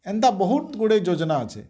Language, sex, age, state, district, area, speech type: Odia, male, 45-60, Odisha, Bargarh, rural, spontaneous